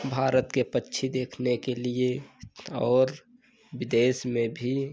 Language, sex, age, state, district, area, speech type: Hindi, male, 30-45, Uttar Pradesh, Lucknow, rural, spontaneous